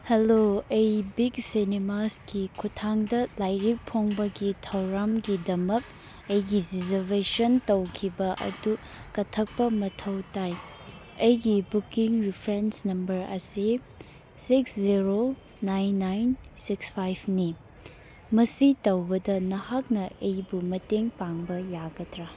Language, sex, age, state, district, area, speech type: Manipuri, female, 18-30, Manipur, Churachandpur, rural, read